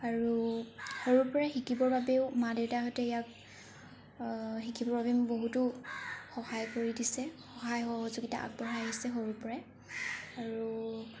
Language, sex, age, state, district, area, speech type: Assamese, female, 18-30, Assam, Tinsukia, urban, spontaneous